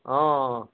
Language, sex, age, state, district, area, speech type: Assamese, male, 60+, Assam, Majuli, urban, conversation